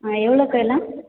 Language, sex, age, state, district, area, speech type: Tamil, female, 18-30, Tamil Nadu, Tiruvarur, rural, conversation